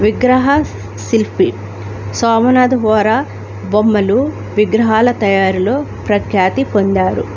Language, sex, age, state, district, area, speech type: Telugu, female, 45-60, Andhra Pradesh, Alluri Sitarama Raju, rural, spontaneous